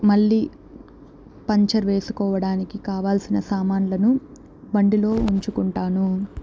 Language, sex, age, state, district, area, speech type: Telugu, female, 18-30, Andhra Pradesh, Chittoor, urban, spontaneous